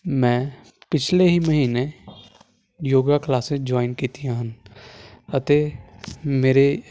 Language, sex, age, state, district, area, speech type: Punjabi, male, 18-30, Punjab, Hoshiarpur, urban, spontaneous